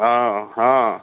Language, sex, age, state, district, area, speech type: Assamese, male, 45-60, Assam, Lakhimpur, rural, conversation